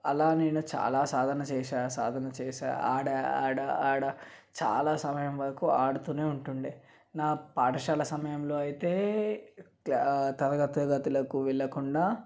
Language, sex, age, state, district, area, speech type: Telugu, male, 18-30, Telangana, Nalgonda, urban, spontaneous